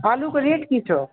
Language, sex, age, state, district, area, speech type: Maithili, male, 18-30, Bihar, Supaul, rural, conversation